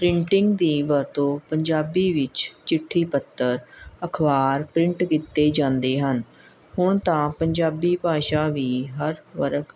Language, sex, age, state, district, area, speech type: Punjabi, female, 30-45, Punjab, Mohali, urban, spontaneous